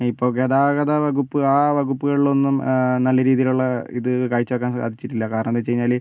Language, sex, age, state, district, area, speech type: Malayalam, male, 18-30, Kerala, Wayanad, rural, spontaneous